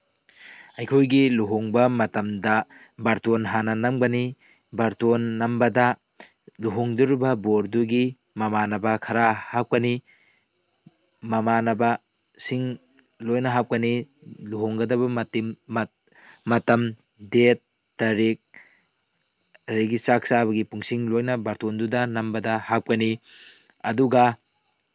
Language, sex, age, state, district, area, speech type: Manipuri, male, 18-30, Manipur, Tengnoupal, rural, spontaneous